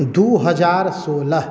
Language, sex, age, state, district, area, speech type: Maithili, male, 45-60, Bihar, Madhubani, urban, spontaneous